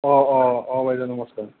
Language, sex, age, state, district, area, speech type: Assamese, male, 30-45, Assam, Nalbari, rural, conversation